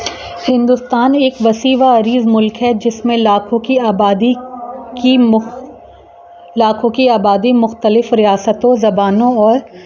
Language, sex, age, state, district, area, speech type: Urdu, female, 30-45, Uttar Pradesh, Rampur, urban, spontaneous